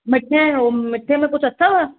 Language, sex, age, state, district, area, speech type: Sindhi, female, 30-45, Madhya Pradesh, Katni, rural, conversation